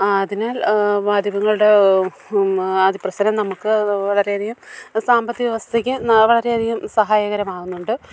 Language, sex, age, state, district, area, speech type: Malayalam, female, 30-45, Kerala, Kollam, rural, spontaneous